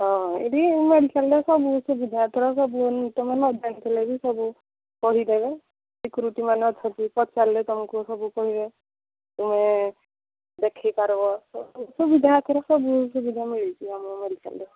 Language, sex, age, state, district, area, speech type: Odia, female, 45-60, Odisha, Angul, rural, conversation